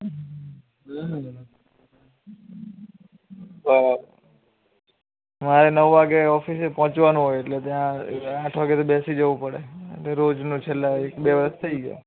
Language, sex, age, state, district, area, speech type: Gujarati, male, 30-45, Gujarat, Surat, urban, conversation